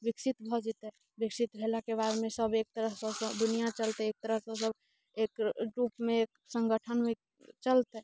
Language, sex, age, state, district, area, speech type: Maithili, female, 18-30, Bihar, Muzaffarpur, urban, spontaneous